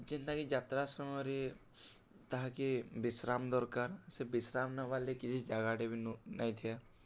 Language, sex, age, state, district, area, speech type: Odia, male, 18-30, Odisha, Balangir, urban, spontaneous